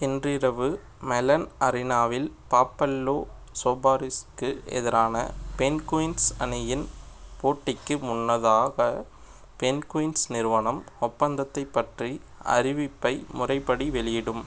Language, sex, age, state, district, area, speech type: Tamil, male, 18-30, Tamil Nadu, Madurai, urban, read